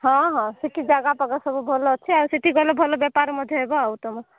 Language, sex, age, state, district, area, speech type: Odia, female, 18-30, Odisha, Nabarangpur, urban, conversation